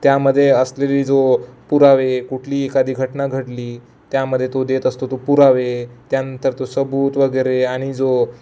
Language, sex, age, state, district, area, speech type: Marathi, male, 18-30, Maharashtra, Amravati, urban, spontaneous